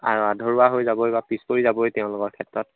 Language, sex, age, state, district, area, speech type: Assamese, male, 18-30, Assam, Majuli, urban, conversation